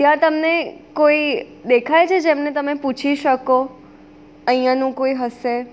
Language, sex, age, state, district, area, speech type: Gujarati, female, 18-30, Gujarat, Surat, urban, spontaneous